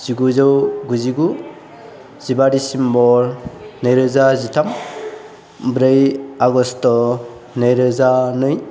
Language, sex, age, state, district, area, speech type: Bodo, male, 18-30, Assam, Chirang, rural, spontaneous